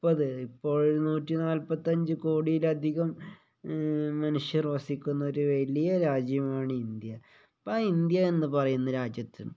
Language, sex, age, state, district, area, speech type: Malayalam, male, 30-45, Kerala, Kozhikode, rural, spontaneous